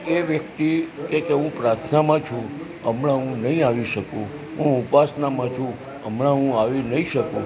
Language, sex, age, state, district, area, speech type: Gujarati, male, 60+, Gujarat, Narmada, urban, spontaneous